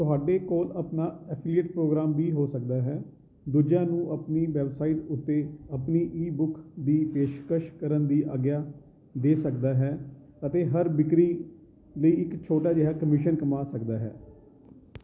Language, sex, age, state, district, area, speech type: Punjabi, male, 30-45, Punjab, Kapurthala, urban, read